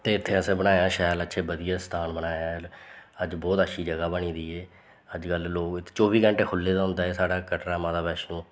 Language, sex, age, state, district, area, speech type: Dogri, male, 30-45, Jammu and Kashmir, Reasi, rural, spontaneous